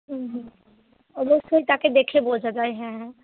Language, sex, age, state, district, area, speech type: Bengali, female, 30-45, West Bengal, North 24 Parganas, rural, conversation